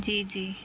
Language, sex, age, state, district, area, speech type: Urdu, female, 30-45, Bihar, Gaya, rural, spontaneous